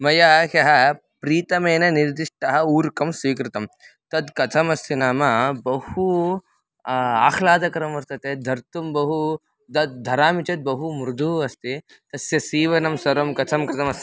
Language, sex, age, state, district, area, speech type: Sanskrit, male, 18-30, Karnataka, Davanagere, rural, spontaneous